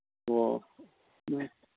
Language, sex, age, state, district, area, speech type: Manipuri, male, 45-60, Manipur, Kangpokpi, urban, conversation